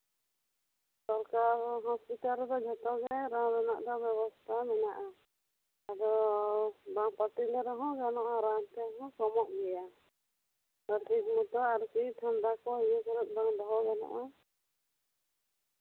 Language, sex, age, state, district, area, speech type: Santali, female, 30-45, West Bengal, Bankura, rural, conversation